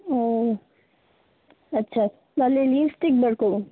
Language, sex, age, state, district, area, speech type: Bengali, female, 18-30, West Bengal, South 24 Parganas, rural, conversation